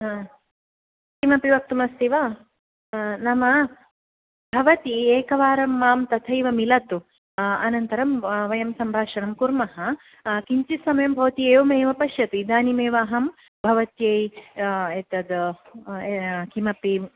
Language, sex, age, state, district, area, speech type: Sanskrit, female, 30-45, Kerala, Kasaragod, rural, conversation